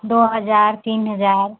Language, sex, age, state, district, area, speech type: Hindi, female, 18-30, Uttar Pradesh, Prayagraj, rural, conversation